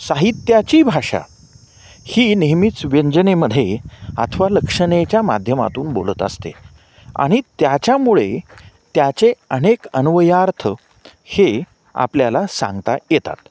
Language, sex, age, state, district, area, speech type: Marathi, male, 45-60, Maharashtra, Nanded, urban, spontaneous